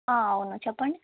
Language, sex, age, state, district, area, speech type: Telugu, female, 18-30, Telangana, Sangareddy, urban, conversation